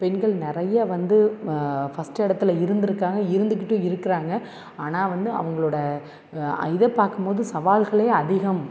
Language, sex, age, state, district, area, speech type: Tamil, female, 30-45, Tamil Nadu, Tiruppur, urban, spontaneous